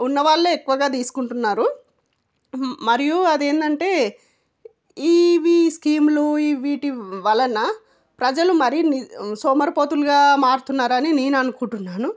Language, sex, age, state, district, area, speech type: Telugu, female, 45-60, Telangana, Jangaon, rural, spontaneous